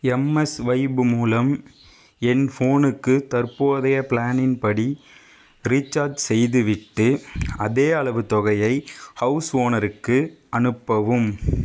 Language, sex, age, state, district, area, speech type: Tamil, male, 60+, Tamil Nadu, Tiruvarur, urban, read